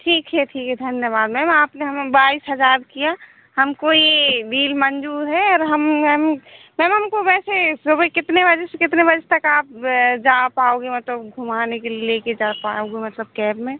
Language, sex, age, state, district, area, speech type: Hindi, female, 18-30, Madhya Pradesh, Seoni, urban, conversation